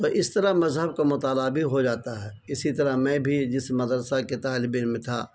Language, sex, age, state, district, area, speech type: Urdu, male, 45-60, Bihar, Araria, rural, spontaneous